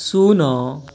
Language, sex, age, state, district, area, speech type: Odia, male, 18-30, Odisha, Nuapada, urban, read